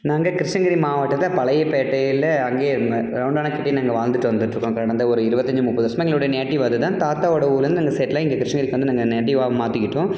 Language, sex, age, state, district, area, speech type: Tamil, male, 18-30, Tamil Nadu, Dharmapuri, rural, spontaneous